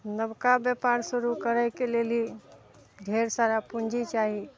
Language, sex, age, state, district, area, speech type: Maithili, female, 30-45, Bihar, Araria, rural, spontaneous